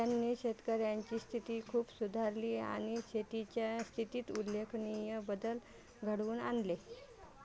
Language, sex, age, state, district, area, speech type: Marathi, female, 45-60, Maharashtra, Washim, rural, read